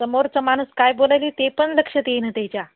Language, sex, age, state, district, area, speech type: Marathi, female, 30-45, Maharashtra, Hingoli, urban, conversation